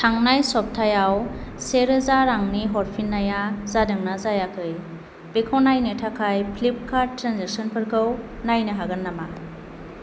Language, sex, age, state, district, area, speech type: Bodo, female, 18-30, Assam, Kokrajhar, urban, read